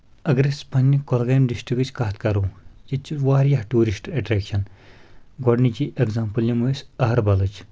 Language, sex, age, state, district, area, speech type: Kashmiri, male, 18-30, Jammu and Kashmir, Kulgam, rural, spontaneous